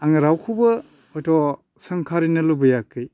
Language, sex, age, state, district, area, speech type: Bodo, male, 45-60, Assam, Baksa, rural, spontaneous